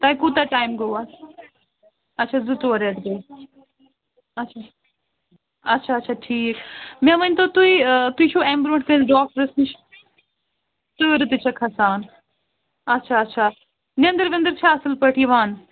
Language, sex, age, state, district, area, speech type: Kashmiri, female, 30-45, Jammu and Kashmir, Srinagar, urban, conversation